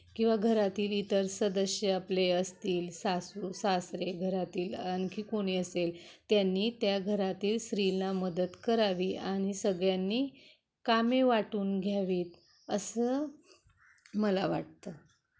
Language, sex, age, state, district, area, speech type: Marathi, female, 30-45, Maharashtra, Ratnagiri, rural, spontaneous